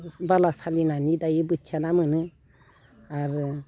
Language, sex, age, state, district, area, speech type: Bodo, female, 45-60, Assam, Udalguri, rural, spontaneous